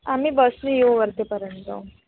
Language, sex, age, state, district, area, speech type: Marathi, female, 30-45, Maharashtra, Wardha, rural, conversation